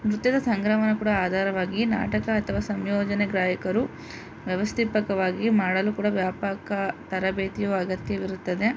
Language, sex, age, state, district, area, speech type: Kannada, female, 18-30, Karnataka, Chitradurga, rural, spontaneous